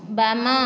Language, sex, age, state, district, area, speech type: Odia, female, 30-45, Odisha, Nayagarh, rural, read